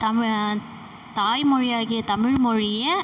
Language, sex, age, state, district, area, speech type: Tamil, male, 30-45, Tamil Nadu, Cuddalore, rural, spontaneous